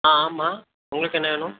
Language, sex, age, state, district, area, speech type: Tamil, male, 18-30, Tamil Nadu, Tirunelveli, rural, conversation